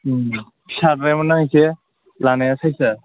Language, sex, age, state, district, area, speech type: Bodo, male, 18-30, Assam, Udalguri, urban, conversation